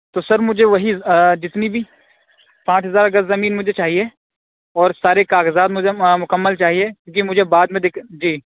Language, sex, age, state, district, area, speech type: Urdu, male, 18-30, Uttar Pradesh, Saharanpur, urban, conversation